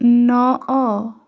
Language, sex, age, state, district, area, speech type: Odia, female, 18-30, Odisha, Bhadrak, rural, read